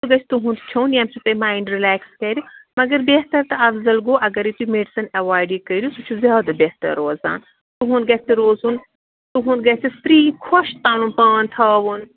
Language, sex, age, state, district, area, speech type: Kashmiri, female, 30-45, Jammu and Kashmir, Srinagar, urban, conversation